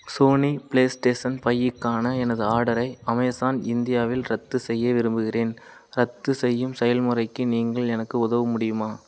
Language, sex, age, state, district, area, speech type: Tamil, male, 18-30, Tamil Nadu, Madurai, rural, read